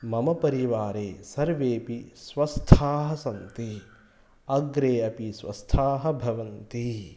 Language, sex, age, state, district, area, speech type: Sanskrit, male, 30-45, Karnataka, Kolar, rural, spontaneous